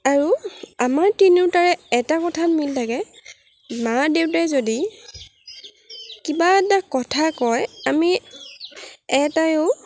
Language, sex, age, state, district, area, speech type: Assamese, female, 30-45, Assam, Lakhimpur, rural, spontaneous